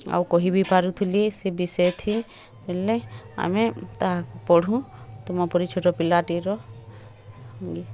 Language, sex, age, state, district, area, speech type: Odia, female, 30-45, Odisha, Bargarh, urban, spontaneous